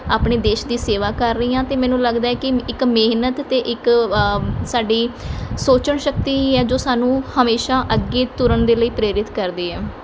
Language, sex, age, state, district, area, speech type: Punjabi, female, 30-45, Punjab, Mohali, rural, spontaneous